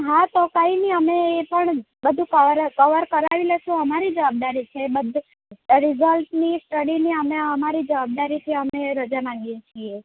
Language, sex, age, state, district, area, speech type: Gujarati, female, 18-30, Gujarat, Valsad, rural, conversation